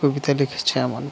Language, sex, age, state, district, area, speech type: Bengali, male, 30-45, West Bengal, Dakshin Dinajpur, urban, spontaneous